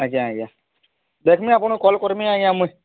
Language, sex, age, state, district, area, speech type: Odia, male, 45-60, Odisha, Nuapada, urban, conversation